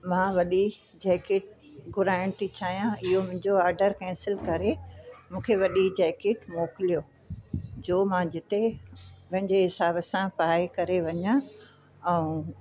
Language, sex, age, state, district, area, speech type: Sindhi, female, 60+, Uttar Pradesh, Lucknow, urban, spontaneous